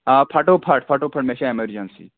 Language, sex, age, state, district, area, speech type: Kashmiri, male, 18-30, Jammu and Kashmir, Anantnag, rural, conversation